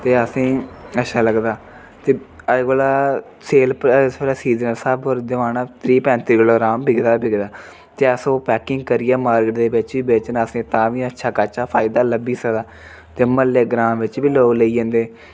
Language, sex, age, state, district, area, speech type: Dogri, male, 30-45, Jammu and Kashmir, Reasi, rural, spontaneous